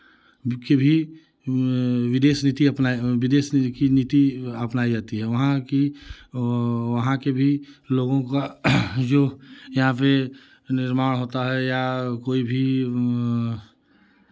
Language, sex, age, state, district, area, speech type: Hindi, male, 30-45, Uttar Pradesh, Chandauli, urban, spontaneous